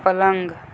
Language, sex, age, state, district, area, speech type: Hindi, female, 18-30, Uttar Pradesh, Ghazipur, rural, read